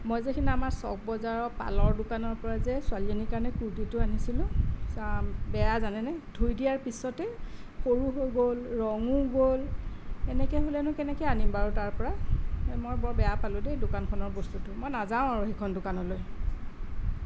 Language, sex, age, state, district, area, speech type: Assamese, female, 45-60, Assam, Sonitpur, urban, spontaneous